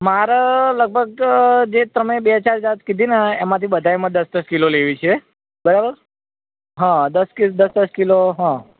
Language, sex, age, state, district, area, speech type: Gujarati, male, 30-45, Gujarat, Ahmedabad, urban, conversation